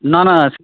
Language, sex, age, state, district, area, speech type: Bengali, male, 45-60, West Bengal, Paschim Medinipur, rural, conversation